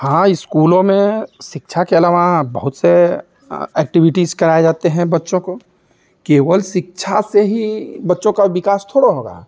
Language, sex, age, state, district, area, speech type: Hindi, male, 45-60, Uttar Pradesh, Ghazipur, rural, spontaneous